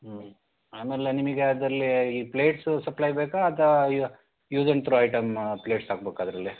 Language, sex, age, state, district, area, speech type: Kannada, male, 45-60, Karnataka, Shimoga, rural, conversation